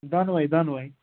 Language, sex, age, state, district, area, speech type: Kashmiri, male, 30-45, Jammu and Kashmir, Ganderbal, rural, conversation